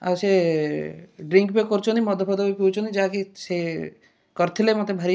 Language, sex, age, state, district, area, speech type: Odia, male, 30-45, Odisha, Kendrapara, urban, spontaneous